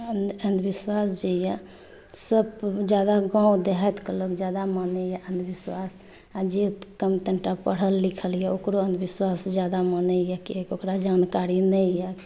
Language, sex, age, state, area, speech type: Maithili, female, 30-45, Jharkhand, urban, spontaneous